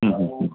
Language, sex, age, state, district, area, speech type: Odia, male, 60+, Odisha, Gajapati, rural, conversation